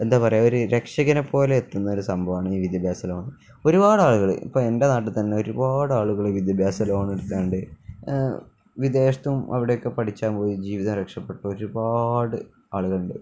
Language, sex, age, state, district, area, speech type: Malayalam, male, 18-30, Kerala, Kozhikode, rural, spontaneous